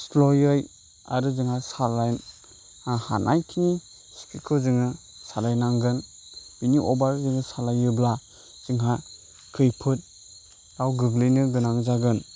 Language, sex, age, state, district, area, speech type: Bodo, male, 30-45, Assam, Chirang, urban, spontaneous